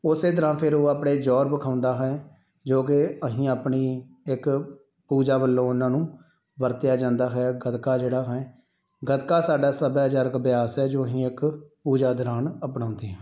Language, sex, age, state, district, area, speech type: Punjabi, male, 30-45, Punjab, Tarn Taran, rural, spontaneous